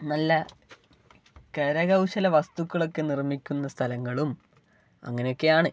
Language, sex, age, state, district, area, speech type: Malayalam, male, 18-30, Kerala, Wayanad, rural, spontaneous